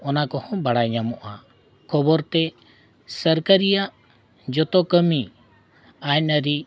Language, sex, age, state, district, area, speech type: Santali, male, 45-60, Jharkhand, Bokaro, rural, spontaneous